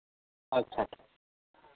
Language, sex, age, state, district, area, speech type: Santali, male, 30-45, Jharkhand, East Singhbhum, rural, conversation